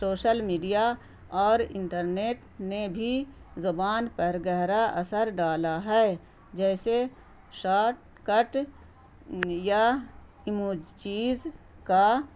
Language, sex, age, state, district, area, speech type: Urdu, female, 45-60, Bihar, Gaya, urban, spontaneous